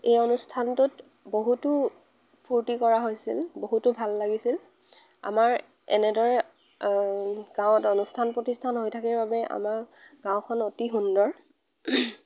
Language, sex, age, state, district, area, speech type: Assamese, female, 30-45, Assam, Lakhimpur, rural, spontaneous